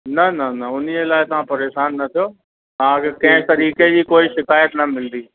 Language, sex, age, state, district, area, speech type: Sindhi, male, 45-60, Uttar Pradesh, Lucknow, rural, conversation